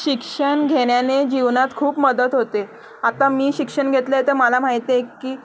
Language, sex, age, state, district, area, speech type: Marathi, female, 18-30, Maharashtra, Mumbai Suburban, urban, spontaneous